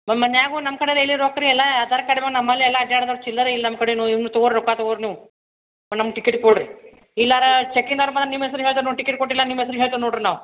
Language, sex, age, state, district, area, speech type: Kannada, female, 60+, Karnataka, Belgaum, rural, conversation